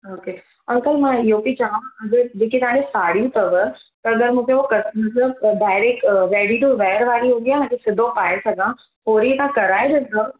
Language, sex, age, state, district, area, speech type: Sindhi, female, 18-30, Gujarat, Surat, urban, conversation